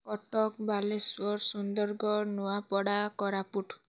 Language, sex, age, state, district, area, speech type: Odia, female, 18-30, Odisha, Kalahandi, rural, spontaneous